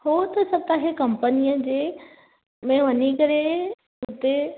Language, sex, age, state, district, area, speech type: Sindhi, female, 30-45, Maharashtra, Thane, urban, conversation